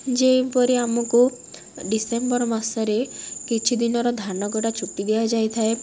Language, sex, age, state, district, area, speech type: Odia, female, 18-30, Odisha, Rayagada, rural, spontaneous